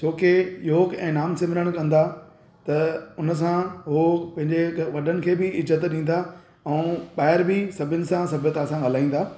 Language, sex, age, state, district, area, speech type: Sindhi, male, 30-45, Gujarat, Surat, urban, spontaneous